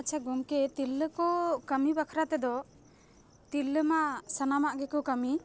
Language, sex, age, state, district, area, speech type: Santali, female, 18-30, West Bengal, Paschim Bardhaman, urban, spontaneous